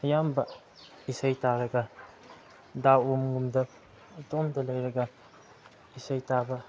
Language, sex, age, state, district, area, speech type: Manipuri, male, 18-30, Manipur, Chandel, rural, spontaneous